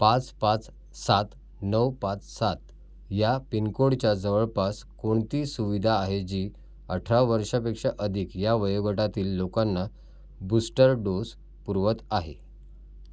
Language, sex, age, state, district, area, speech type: Marathi, male, 30-45, Maharashtra, Mumbai City, urban, read